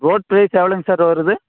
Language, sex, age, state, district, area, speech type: Tamil, male, 18-30, Tamil Nadu, Namakkal, rural, conversation